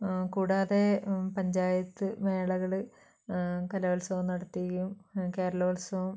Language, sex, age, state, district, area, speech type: Malayalam, female, 60+, Kerala, Wayanad, rural, spontaneous